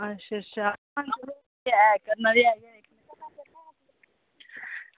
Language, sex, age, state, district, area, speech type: Dogri, female, 30-45, Jammu and Kashmir, Udhampur, rural, conversation